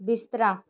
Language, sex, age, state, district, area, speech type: Punjabi, female, 18-30, Punjab, Shaheed Bhagat Singh Nagar, rural, read